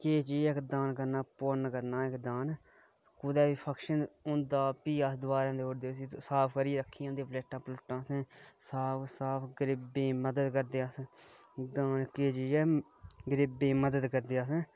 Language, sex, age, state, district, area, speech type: Dogri, male, 18-30, Jammu and Kashmir, Udhampur, rural, spontaneous